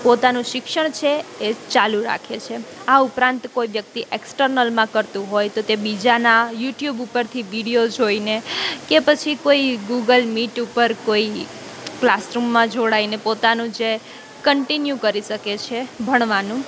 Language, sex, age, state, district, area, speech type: Gujarati, female, 18-30, Gujarat, Junagadh, urban, spontaneous